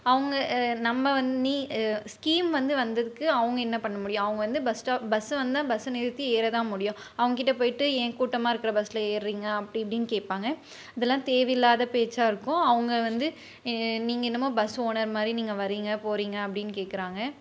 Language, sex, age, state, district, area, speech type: Tamil, female, 18-30, Tamil Nadu, Krishnagiri, rural, spontaneous